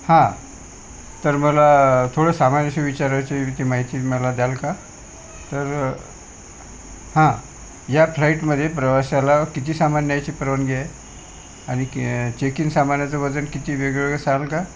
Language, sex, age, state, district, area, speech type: Marathi, male, 60+, Maharashtra, Wardha, urban, spontaneous